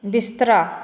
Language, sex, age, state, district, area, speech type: Punjabi, female, 30-45, Punjab, Fatehgarh Sahib, urban, read